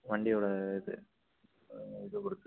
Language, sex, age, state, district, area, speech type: Tamil, male, 45-60, Tamil Nadu, Tiruvarur, urban, conversation